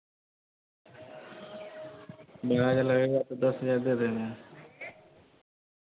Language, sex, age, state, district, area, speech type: Hindi, male, 30-45, Bihar, Vaishali, urban, conversation